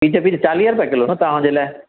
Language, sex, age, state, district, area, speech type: Sindhi, male, 45-60, Madhya Pradesh, Katni, rural, conversation